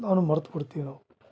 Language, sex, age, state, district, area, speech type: Kannada, male, 45-60, Karnataka, Bellary, rural, spontaneous